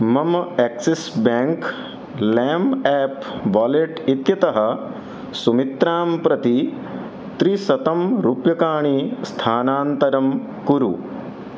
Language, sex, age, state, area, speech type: Sanskrit, male, 30-45, Madhya Pradesh, urban, read